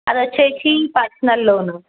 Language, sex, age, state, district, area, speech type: Telugu, female, 18-30, Telangana, Medchal, urban, conversation